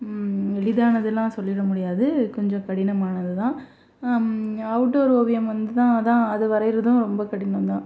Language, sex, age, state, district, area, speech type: Tamil, female, 30-45, Tamil Nadu, Pudukkottai, rural, spontaneous